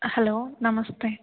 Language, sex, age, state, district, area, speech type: Sanskrit, female, 18-30, Kerala, Idukki, rural, conversation